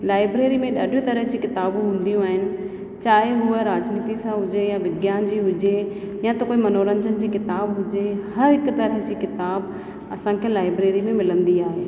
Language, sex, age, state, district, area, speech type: Sindhi, female, 30-45, Rajasthan, Ajmer, urban, spontaneous